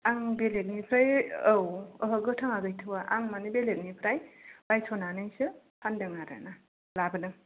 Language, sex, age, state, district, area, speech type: Bodo, female, 30-45, Assam, Kokrajhar, rural, conversation